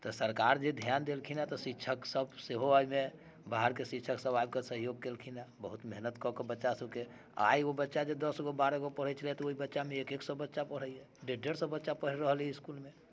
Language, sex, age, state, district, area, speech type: Maithili, male, 45-60, Bihar, Muzaffarpur, urban, spontaneous